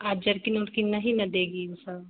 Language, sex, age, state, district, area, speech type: Hindi, female, 30-45, Bihar, Samastipur, rural, conversation